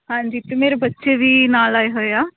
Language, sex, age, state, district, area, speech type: Punjabi, female, 18-30, Punjab, Hoshiarpur, urban, conversation